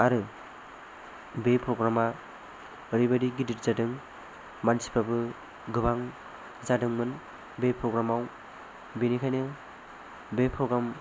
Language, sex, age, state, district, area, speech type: Bodo, male, 18-30, Assam, Chirang, urban, spontaneous